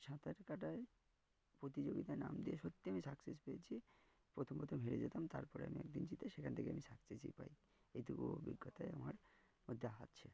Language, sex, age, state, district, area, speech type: Bengali, male, 18-30, West Bengal, Birbhum, urban, spontaneous